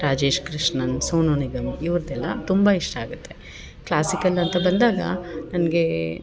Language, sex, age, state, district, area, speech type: Kannada, female, 30-45, Karnataka, Bellary, rural, spontaneous